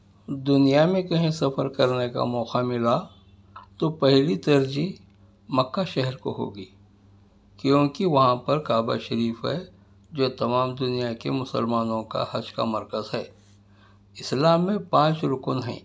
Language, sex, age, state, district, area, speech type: Urdu, male, 60+, Telangana, Hyderabad, urban, spontaneous